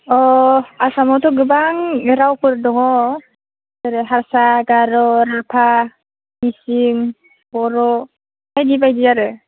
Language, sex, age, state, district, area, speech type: Bodo, female, 18-30, Assam, Baksa, rural, conversation